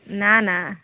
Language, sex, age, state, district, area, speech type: Odia, female, 30-45, Odisha, Sambalpur, rural, conversation